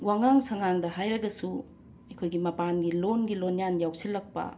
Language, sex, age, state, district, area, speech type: Manipuri, female, 60+, Manipur, Imphal East, urban, spontaneous